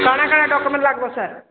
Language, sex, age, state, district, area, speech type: Odia, female, 45-60, Odisha, Sambalpur, rural, conversation